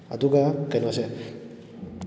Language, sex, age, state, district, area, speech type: Manipuri, male, 18-30, Manipur, Kakching, rural, spontaneous